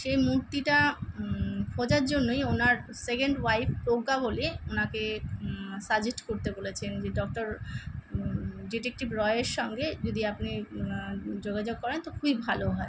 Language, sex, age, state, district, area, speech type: Bengali, female, 45-60, West Bengal, Kolkata, urban, spontaneous